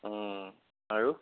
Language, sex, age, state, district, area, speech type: Assamese, male, 18-30, Assam, Jorhat, urban, conversation